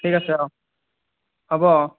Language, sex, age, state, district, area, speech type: Assamese, male, 18-30, Assam, Golaghat, urban, conversation